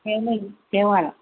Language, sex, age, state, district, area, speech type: Telugu, female, 60+, Telangana, Hyderabad, urban, conversation